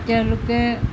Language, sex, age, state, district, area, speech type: Assamese, female, 60+, Assam, Jorhat, urban, spontaneous